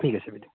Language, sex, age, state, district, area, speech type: Assamese, male, 18-30, Assam, Goalpara, rural, conversation